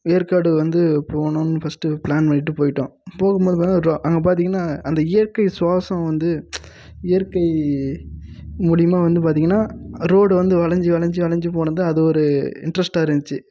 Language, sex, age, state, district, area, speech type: Tamil, male, 18-30, Tamil Nadu, Krishnagiri, rural, spontaneous